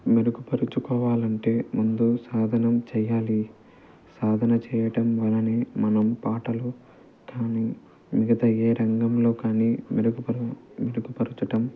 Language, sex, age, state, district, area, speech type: Telugu, male, 30-45, Andhra Pradesh, Nellore, urban, spontaneous